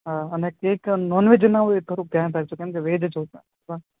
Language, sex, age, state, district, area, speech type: Gujarati, male, 18-30, Gujarat, Ahmedabad, urban, conversation